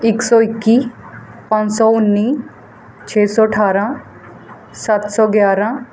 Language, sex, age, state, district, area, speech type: Punjabi, female, 30-45, Punjab, Mohali, rural, spontaneous